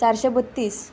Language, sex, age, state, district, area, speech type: Goan Konkani, female, 18-30, Goa, Quepem, rural, spontaneous